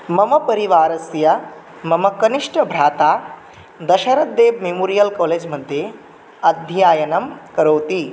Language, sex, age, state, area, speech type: Sanskrit, male, 18-30, Tripura, rural, spontaneous